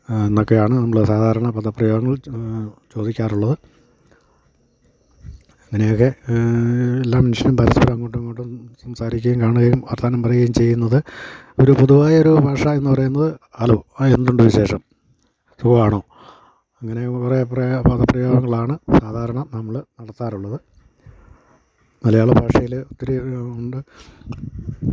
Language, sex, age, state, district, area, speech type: Malayalam, male, 45-60, Kerala, Idukki, rural, spontaneous